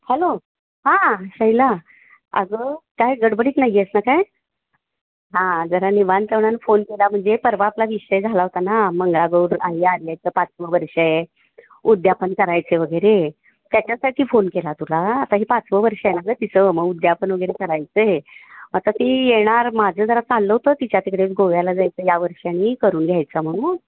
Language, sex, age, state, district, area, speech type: Marathi, female, 60+, Maharashtra, Kolhapur, urban, conversation